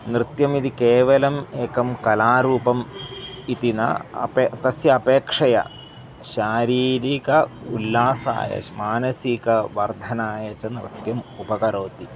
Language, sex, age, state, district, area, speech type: Sanskrit, male, 30-45, Kerala, Kozhikode, urban, spontaneous